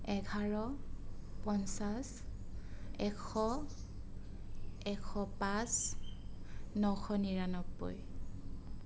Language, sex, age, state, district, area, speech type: Assamese, female, 18-30, Assam, Sonitpur, rural, spontaneous